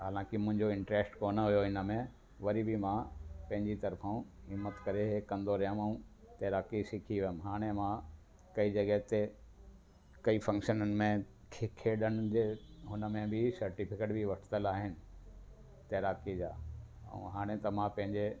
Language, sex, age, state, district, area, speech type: Sindhi, male, 60+, Delhi, South Delhi, urban, spontaneous